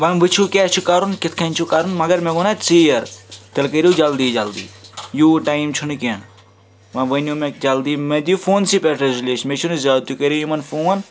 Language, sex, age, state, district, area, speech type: Kashmiri, male, 30-45, Jammu and Kashmir, Srinagar, urban, spontaneous